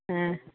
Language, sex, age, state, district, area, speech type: Tamil, female, 60+, Tamil Nadu, Tiruvannamalai, rural, conversation